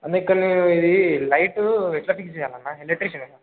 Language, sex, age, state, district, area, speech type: Telugu, male, 18-30, Telangana, Hanamkonda, rural, conversation